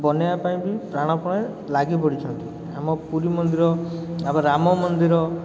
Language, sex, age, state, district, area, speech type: Odia, male, 30-45, Odisha, Puri, urban, spontaneous